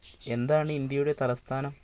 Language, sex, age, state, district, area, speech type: Malayalam, female, 18-30, Kerala, Wayanad, rural, read